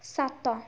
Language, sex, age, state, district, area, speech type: Odia, female, 18-30, Odisha, Kalahandi, rural, read